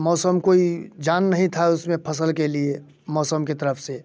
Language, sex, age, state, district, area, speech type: Hindi, male, 30-45, Bihar, Muzaffarpur, rural, spontaneous